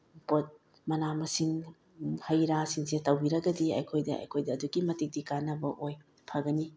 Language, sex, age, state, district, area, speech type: Manipuri, female, 45-60, Manipur, Bishnupur, rural, spontaneous